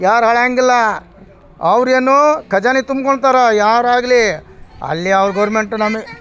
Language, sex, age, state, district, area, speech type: Kannada, male, 45-60, Karnataka, Vijayanagara, rural, spontaneous